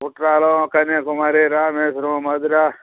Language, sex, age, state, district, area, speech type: Telugu, male, 60+, Andhra Pradesh, Sri Balaji, urban, conversation